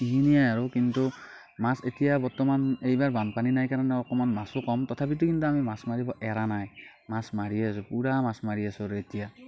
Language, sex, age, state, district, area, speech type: Assamese, male, 45-60, Assam, Morigaon, rural, spontaneous